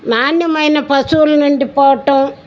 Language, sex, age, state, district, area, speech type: Telugu, female, 60+, Andhra Pradesh, Guntur, rural, spontaneous